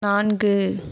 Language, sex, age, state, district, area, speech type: Tamil, female, 60+, Tamil Nadu, Sivaganga, rural, read